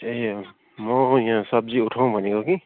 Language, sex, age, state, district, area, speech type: Nepali, male, 45-60, West Bengal, Darjeeling, rural, conversation